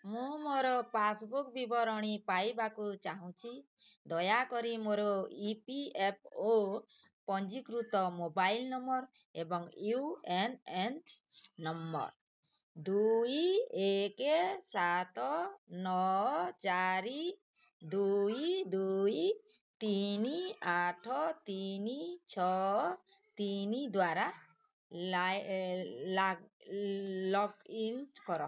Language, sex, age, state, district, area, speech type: Odia, female, 60+, Odisha, Bargarh, rural, read